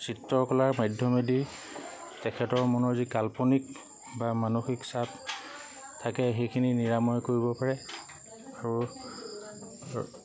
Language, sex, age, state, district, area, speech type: Assamese, male, 30-45, Assam, Lakhimpur, rural, spontaneous